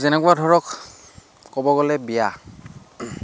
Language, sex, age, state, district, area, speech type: Assamese, male, 30-45, Assam, Barpeta, rural, spontaneous